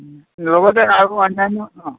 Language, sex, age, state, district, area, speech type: Assamese, male, 60+, Assam, Dhemaji, urban, conversation